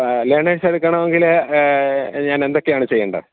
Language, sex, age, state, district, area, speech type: Malayalam, male, 45-60, Kerala, Kottayam, rural, conversation